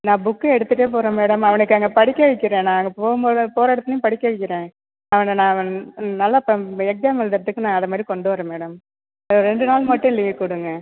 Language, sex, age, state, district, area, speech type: Tamil, female, 45-60, Tamil Nadu, Thanjavur, rural, conversation